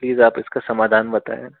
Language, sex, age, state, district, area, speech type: Hindi, male, 60+, Rajasthan, Jaipur, urban, conversation